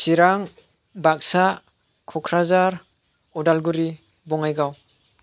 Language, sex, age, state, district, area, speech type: Bodo, male, 30-45, Assam, Chirang, rural, spontaneous